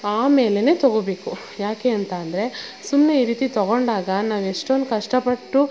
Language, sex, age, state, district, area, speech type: Kannada, female, 30-45, Karnataka, Mandya, rural, spontaneous